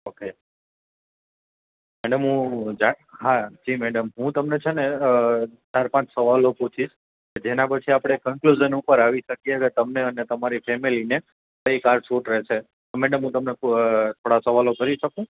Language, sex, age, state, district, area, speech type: Gujarati, male, 30-45, Gujarat, Junagadh, urban, conversation